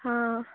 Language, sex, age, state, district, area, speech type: Goan Konkani, female, 18-30, Goa, Canacona, rural, conversation